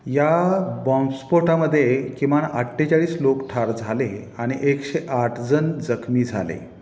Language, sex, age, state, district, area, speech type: Marathi, male, 45-60, Maharashtra, Satara, urban, read